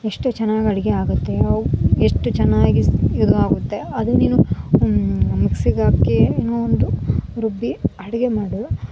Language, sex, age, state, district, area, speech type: Kannada, female, 18-30, Karnataka, Koppal, rural, spontaneous